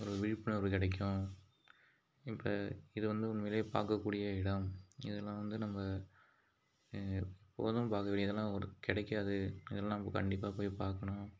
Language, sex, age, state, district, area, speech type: Tamil, male, 45-60, Tamil Nadu, Mayiladuthurai, rural, spontaneous